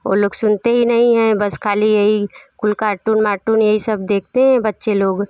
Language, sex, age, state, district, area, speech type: Hindi, female, 30-45, Uttar Pradesh, Bhadohi, rural, spontaneous